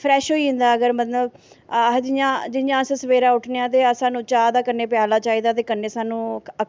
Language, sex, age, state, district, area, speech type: Dogri, female, 18-30, Jammu and Kashmir, Samba, rural, spontaneous